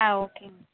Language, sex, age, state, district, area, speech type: Tamil, female, 18-30, Tamil Nadu, Mayiladuthurai, urban, conversation